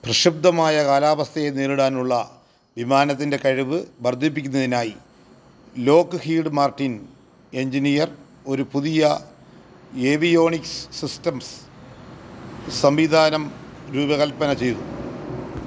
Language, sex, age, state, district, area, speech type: Malayalam, male, 45-60, Kerala, Kollam, rural, read